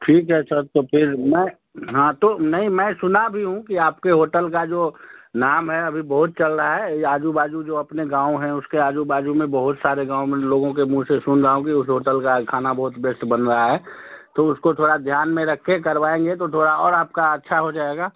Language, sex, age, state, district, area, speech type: Hindi, male, 60+, Bihar, Darbhanga, urban, conversation